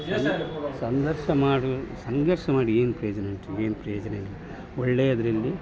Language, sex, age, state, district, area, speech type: Kannada, male, 60+, Karnataka, Dakshina Kannada, rural, spontaneous